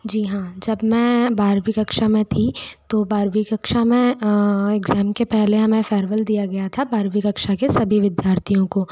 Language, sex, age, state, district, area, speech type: Hindi, female, 30-45, Madhya Pradesh, Bhopal, urban, spontaneous